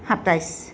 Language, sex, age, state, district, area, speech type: Assamese, female, 45-60, Assam, Tinsukia, rural, spontaneous